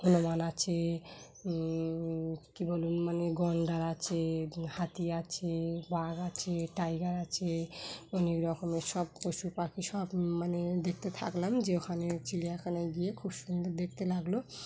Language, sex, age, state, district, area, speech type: Bengali, female, 30-45, West Bengal, Dakshin Dinajpur, urban, spontaneous